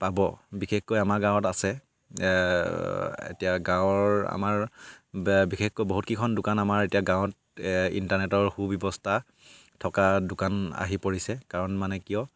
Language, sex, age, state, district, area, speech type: Assamese, male, 30-45, Assam, Sivasagar, rural, spontaneous